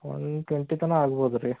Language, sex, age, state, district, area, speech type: Kannada, male, 30-45, Karnataka, Belgaum, rural, conversation